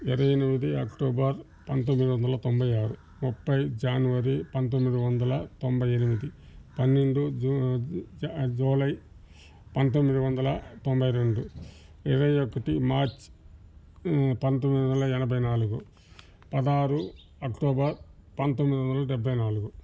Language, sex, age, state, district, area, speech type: Telugu, male, 60+, Andhra Pradesh, Sri Balaji, urban, spontaneous